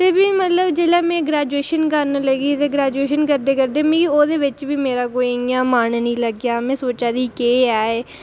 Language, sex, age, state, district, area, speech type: Dogri, female, 18-30, Jammu and Kashmir, Reasi, rural, spontaneous